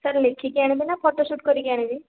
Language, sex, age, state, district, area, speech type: Odia, female, 18-30, Odisha, Khordha, rural, conversation